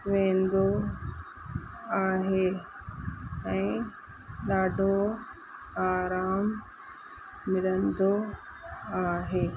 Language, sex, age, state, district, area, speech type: Sindhi, female, 30-45, Rajasthan, Ajmer, urban, spontaneous